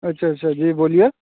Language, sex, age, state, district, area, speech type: Hindi, male, 30-45, Bihar, Begusarai, rural, conversation